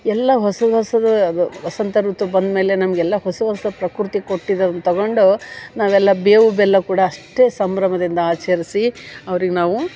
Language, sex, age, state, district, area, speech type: Kannada, female, 60+, Karnataka, Gadag, rural, spontaneous